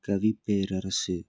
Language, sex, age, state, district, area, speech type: Tamil, male, 18-30, Tamil Nadu, Salem, rural, spontaneous